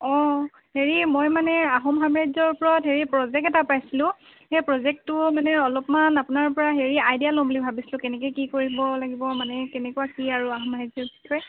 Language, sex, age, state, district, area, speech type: Assamese, female, 18-30, Assam, Tinsukia, urban, conversation